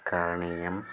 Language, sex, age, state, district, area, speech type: Sanskrit, male, 18-30, Telangana, Karimnagar, urban, spontaneous